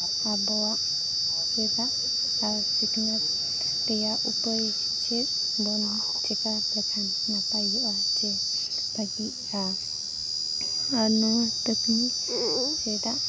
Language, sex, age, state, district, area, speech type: Santali, female, 30-45, Jharkhand, East Singhbhum, rural, spontaneous